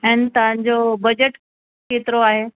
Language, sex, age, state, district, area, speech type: Sindhi, female, 45-60, Delhi, South Delhi, urban, conversation